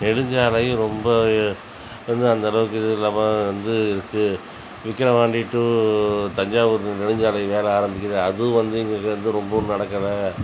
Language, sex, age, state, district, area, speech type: Tamil, male, 45-60, Tamil Nadu, Cuddalore, rural, spontaneous